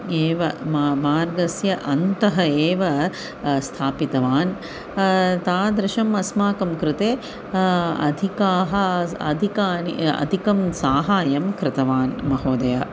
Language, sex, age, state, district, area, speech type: Sanskrit, female, 45-60, Tamil Nadu, Chennai, urban, spontaneous